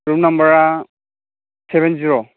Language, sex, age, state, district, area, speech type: Bodo, male, 30-45, Assam, Chirang, urban, conversation